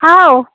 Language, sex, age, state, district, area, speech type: Manipuri, female, 60+, Manipur, Kangpokpi, urban, conversation